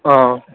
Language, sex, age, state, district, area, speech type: Malayalam, male, 18-30, Kerala, Idukki, urban, conversation